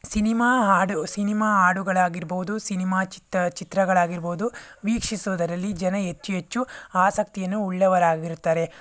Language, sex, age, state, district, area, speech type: Kannada, male, 18-30, Karnataka, Tumkur, rural, spontaneous